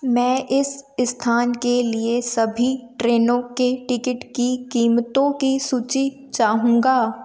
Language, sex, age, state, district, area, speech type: Hindi, female, 18-30, Madhya Pradesh, Ujjain, urban, read